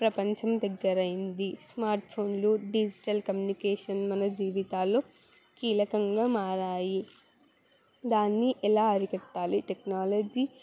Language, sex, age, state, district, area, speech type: Telugu, female, 18-30, Telangana, Jangaon, urban, spontaneous